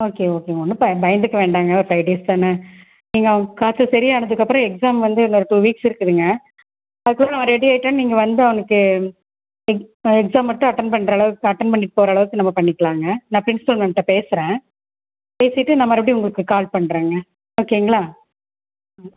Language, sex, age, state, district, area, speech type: Tamil, female, 45-60, Tamil Nadu, Erode, rural, conversation